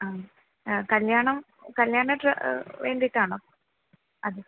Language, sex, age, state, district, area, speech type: Malayalam, female, 30-45, Kerala, Kannur, urban, conversation